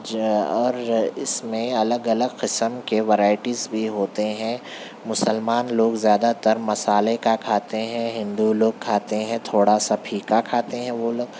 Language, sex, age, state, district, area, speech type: Urdu, male, 18-30, Telangana, Hyderabad, urban, spontaneous